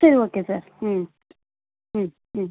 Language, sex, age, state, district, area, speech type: Tamil, female, 30-45, Tamil Nadu, Pudukkottai, urban, conversation